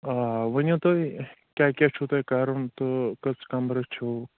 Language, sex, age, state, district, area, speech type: Kashmiri, male, 30-45, Jammu and Kashmir, Shopian, rural, conversation